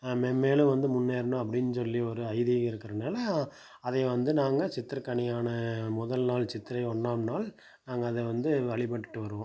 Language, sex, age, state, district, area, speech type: Tamil, male, 30-45, Tamil Nadu, Tiruppur, rural, spontaneous